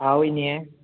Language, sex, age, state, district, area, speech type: Manipuri, male, 18-30, Manipur, Thoubal, rural, conversation